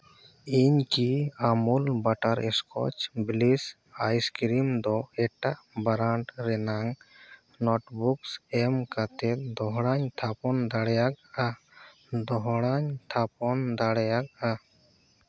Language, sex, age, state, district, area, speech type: Santali, male, 30-45, Jharkhand, Seraikela Kharsawan, rural, read